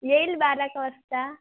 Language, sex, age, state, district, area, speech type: Marathi, female, 18-30, Maharashtra, Wardha, rural, conversation